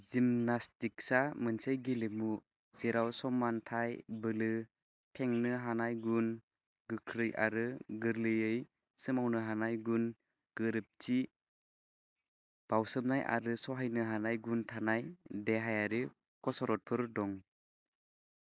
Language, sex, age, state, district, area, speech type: Bodo, male, 18-30, Assam, Baksa, rural, read